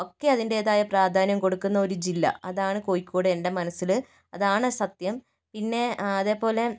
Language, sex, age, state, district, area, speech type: Malayalam, female, 30-45, Kerala, Kozhikode, rural, spontaneous